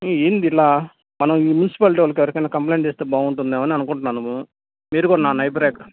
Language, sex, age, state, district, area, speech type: Telugu, male, 30-45, Andhra Pradesh, Nellore, rural, conversation